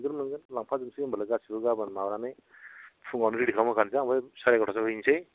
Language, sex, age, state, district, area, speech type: Bodo, male, 30-45, Assam, Kokrajhar, rural, conversation